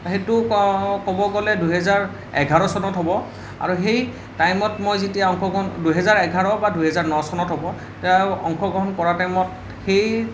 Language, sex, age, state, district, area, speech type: Assamese, male, 18-30, Assam, Nalbari, rural, spontaneous